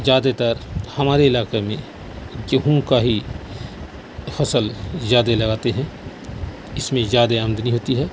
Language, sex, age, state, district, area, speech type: Urdu, male, 45-60, Bihar, Saharsa, rural, spontaneous